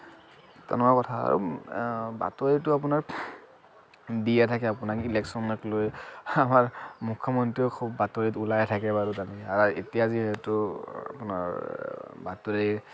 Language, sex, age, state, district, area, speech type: Assamese, male, 45-60, Assam, Kamrup Metropolitan, urban, spontaneous